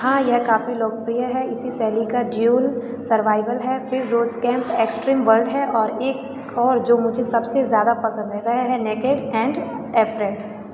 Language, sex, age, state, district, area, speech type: Hindi, female, 18-30, Uttar Pradesh, Azamgarh, rural, read